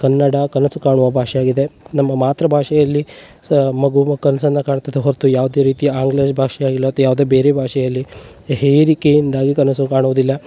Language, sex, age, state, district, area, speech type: Kannada, male, 18-30, Karnataka, Uttara Kannada, rural, spontaneous